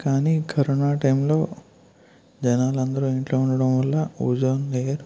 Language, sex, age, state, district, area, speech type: Telugu, male, 18-30, Andhra Pradesh, Eluru, rural, spontaneous